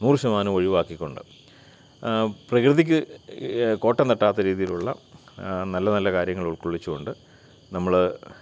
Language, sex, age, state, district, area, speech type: Malayalam, male, 45-60, Kerala, Kottayam, urban, spontaneous